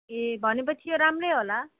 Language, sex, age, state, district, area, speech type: Nepali, female, 18-30, West Bengal, Darjeeling, rural, conversation